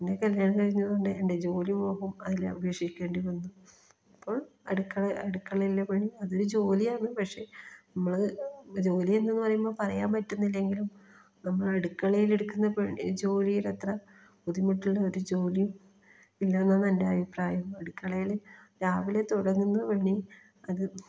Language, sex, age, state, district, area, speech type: Malayalam, female, 30-45, Kerala, Kasaragod, rural, spontaneous